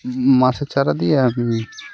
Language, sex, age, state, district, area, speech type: Bengali, male, 18-30, West Bengal, Birbhum, urban, spontaneous